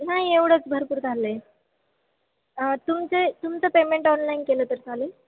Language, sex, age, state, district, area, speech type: Marathi, female, 18-30, Maharashtra, Ahmednagar, urban, conversation